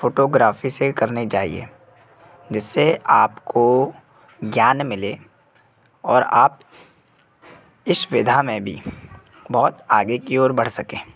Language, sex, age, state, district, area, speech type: Hindi, male, 18-30, Madhya Pradesh, Jabalpur, urban, spontaneous